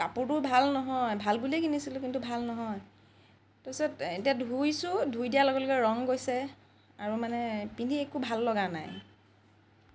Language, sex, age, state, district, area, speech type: Assamese, female, 45-60, Assam, Lakhimpur, rural, spontaneous